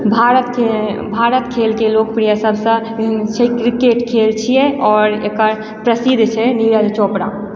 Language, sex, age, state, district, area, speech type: Maithili, female, 18-30, Bihar, Supaul, rural, spontaneous